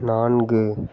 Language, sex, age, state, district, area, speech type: Tamil, male, 18-30, Tamil Nadu, Ariyalur, rural, read